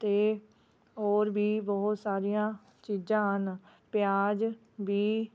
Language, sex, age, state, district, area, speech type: Punjabi, female, 30-45, Punjab, Rupnagar, rural, spontaneous